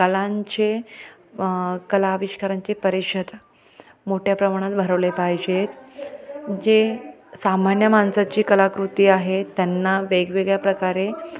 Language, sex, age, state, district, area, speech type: Marathi, female, 30-45, Maharashtra, Ahmednagar, urban, spontaneous